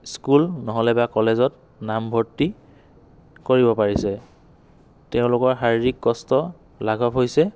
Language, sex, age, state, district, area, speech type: Assamese, male, 30-45, Assam, Dhemaji, rural, spontaneous